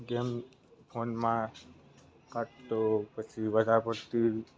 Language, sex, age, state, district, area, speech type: Gujarati, male, 18-30, Gujarat, Narmada, rural, spontaneous